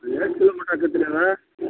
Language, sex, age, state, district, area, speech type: Kannada, male, 45-60, Karnataka, Belgaum, rural, conversation